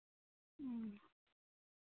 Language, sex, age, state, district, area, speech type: Santali, female, 30-45, West Bengal, Bankura, rural, conversation